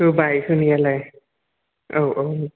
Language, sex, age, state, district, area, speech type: Bodo, male, 30-45, Assam, Chirang, rural, conversation